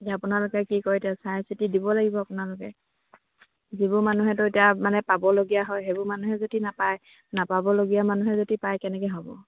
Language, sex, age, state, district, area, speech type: Assamese, female, 30-45, Assam, Sivasagar, rural, conversation